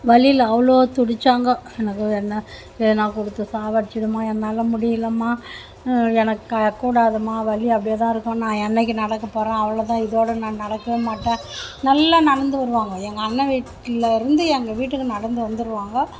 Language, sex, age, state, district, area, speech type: Tamil, female, 60+, Tamil Nadu, Mayiladuthurai, rural, spontaneous